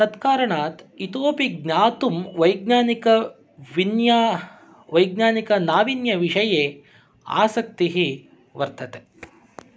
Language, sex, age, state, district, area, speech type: Sanskrit, male, 30-45, Karnataka, Shimoga, urban, spontaneous